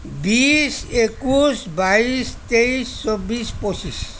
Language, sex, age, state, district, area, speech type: Assamese, male, 60+, Assam, Kamrup Metropolitan, urban, spontaneous